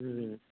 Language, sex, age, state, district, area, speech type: Manipuri, male, 30-45, Manipur, Imphal West, rural, conversation